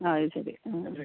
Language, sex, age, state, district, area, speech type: Malayalam, female, 60+, Kerala, Alappuzha, rural, conversation